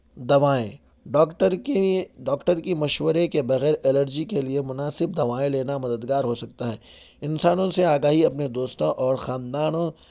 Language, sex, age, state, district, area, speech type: Urdu, male, 18-30, Telangana, Hyderabad, urban, spontaneous